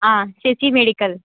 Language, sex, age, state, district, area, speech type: Telugu, female, 18-30, Andhra Pradesh, Krishna, urban, conversation